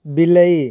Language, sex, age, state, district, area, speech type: Odia, male, 30-45, Odisha, Balasore, rural, read